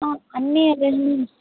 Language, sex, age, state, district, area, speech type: Telugu, other, 18-30, Telangana, Mahbubnagar, rural, conversation